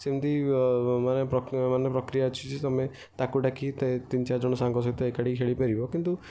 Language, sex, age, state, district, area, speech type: Odia, male, 18-30, Odisha, Kendujhar, urban, spontaneous